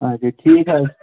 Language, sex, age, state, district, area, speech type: Kashmiri, male, 18-30, Jammu and Kashmir, Kulgam, rural, conversation